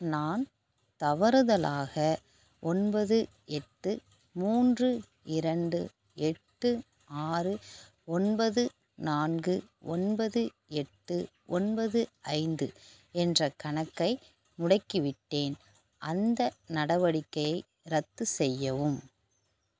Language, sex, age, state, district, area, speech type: Tamil, female, 30-45, Tamil Nadu, Mayiladuthurai, urban, read